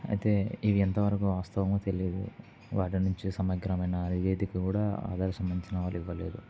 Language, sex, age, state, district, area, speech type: Telugu, male, 18-30, Andhra Pradesh, Kurnool, urban, spontaneous